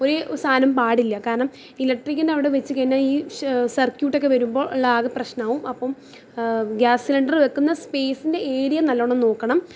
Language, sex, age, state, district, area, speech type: Malayalam, female, 18-30, Kerala, Thrissur, urban, spontaneous